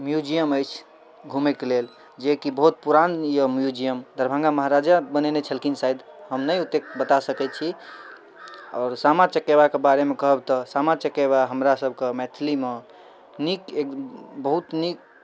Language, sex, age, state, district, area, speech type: Maithili, male, 18-30, Bihar, Darbhanga, urban, spontaneous